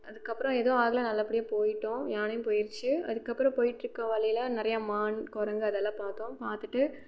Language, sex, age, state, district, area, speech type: Tamil, female, 18-30, Tamil Nadu, Erode, rural, spontaneous